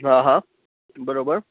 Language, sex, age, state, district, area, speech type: Sindhi, male, 30-45, Gujarat, Kutch, rural, conversation